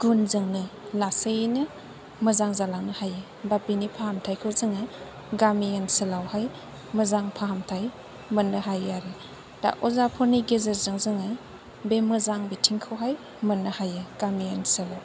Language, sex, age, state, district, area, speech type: Bodo, female, 18-30, Assam, Chirang, rural, spontaneous